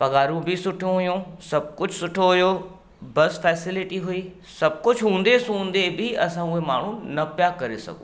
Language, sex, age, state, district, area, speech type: Sindhi, male, 45-60, Maharashtra, Mumbai Suburban, urban, spontaneous